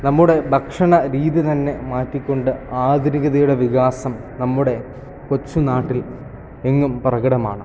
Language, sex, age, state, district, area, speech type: Malayalam, male, 18-30, Kerala, Kottayam, rural, spontaneous